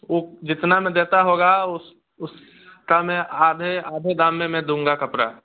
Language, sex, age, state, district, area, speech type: Hindi, male, 18-30, Bihar, Muzaffarpur, urban, conversation